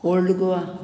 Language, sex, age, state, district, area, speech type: Goan Konkani, female, 60+, Goa, Murmgao, rural, spontaneous